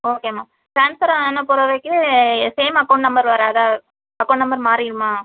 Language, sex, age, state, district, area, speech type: Tamil, female, 30-45, Tamil Nadu, Kanyakumari, urban, conversation